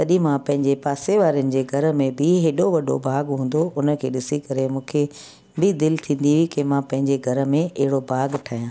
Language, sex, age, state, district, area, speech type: Sindhi, female, 45-60, Gujarat, Kutch, urban, spontaneous